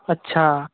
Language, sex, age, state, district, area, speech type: Sindhi, male, 18-30, Delhi, South Delhi, urban, conversation